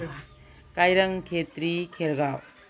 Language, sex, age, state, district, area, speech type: Manipuri, female, 60+, Manipur, Imphal East, rural, spontaneous